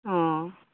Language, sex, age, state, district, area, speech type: Assamese, female, 60+, Assam, Morigaon, rural, conversation